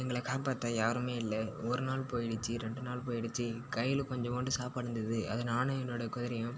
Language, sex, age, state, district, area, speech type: Tamil, male, 18-30, Tamil Nadu, Cuddalore, rural, spontaneous